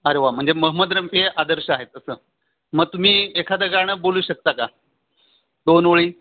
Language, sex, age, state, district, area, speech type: Marathi, male, 45-60, Maharashtra, Thane, rural, conversation